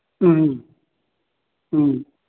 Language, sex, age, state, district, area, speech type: Manipuri, male, 60+, Manipur, Thoubal, rural, conversation